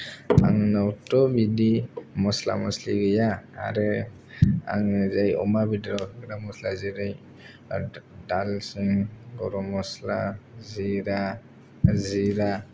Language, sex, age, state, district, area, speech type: Bodo, male, 18-30, Assam, Kokrajhar, rural, spontaneous